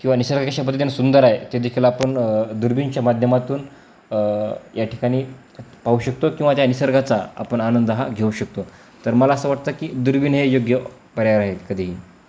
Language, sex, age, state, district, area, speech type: Marathi, male, 18-30, Maharashtra, Beed, rural, spontaneous